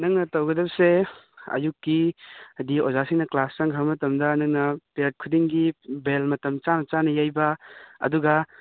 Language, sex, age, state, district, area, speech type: Manipuri, male, 18-30, Manipur, Churachandpur, rural, conversation